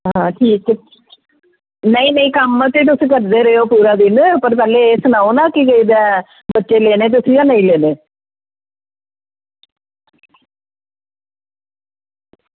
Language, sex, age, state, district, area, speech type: Dogri, female, 45-60, Jammu and Kashmir, Samba, rural, conversation